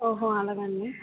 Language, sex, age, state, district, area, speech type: Telugu, female, 45-60, Andhra Pradesh, Vizianagaram, rural, conversation